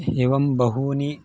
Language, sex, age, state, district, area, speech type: Sanskrit, male, 18-30, Gujarat, Surat, urban, spontaneous